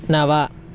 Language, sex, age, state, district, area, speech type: Sanskrit, male, 18-30, Karnataka, Chikkamagaluru, rural, read